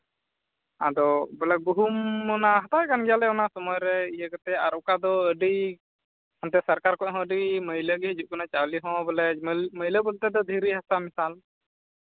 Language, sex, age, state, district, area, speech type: Santali, male, 18-30, Jharkhand, Pakur, rural, conversation